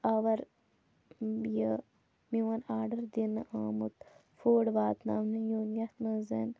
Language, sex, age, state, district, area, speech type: Kashmiri, female, 18-30, Jammu and Kashmir, Shopian, rural, spontaneous